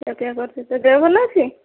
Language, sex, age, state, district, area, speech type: Odia, female, 18-30, Odisha, Dhenkanal, rural, conversation